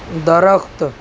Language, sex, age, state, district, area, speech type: Urdu, male, 18-30, Maharashtra, Nashik, urban, read